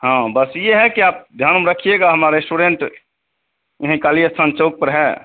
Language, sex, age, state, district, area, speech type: Hindi, male, 30-45, Bihar, Begusarai, urban, conversation